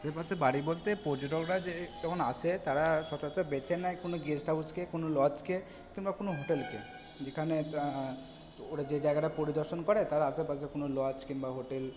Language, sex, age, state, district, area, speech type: Bengali, male, 30-45, West Bengal, Purba Bardhaman, rural, spontaneous